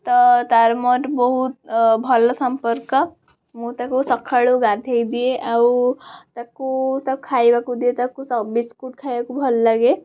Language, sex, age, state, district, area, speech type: Odia, female, 18-30, Odisha, Cuttack, urban, spontaneous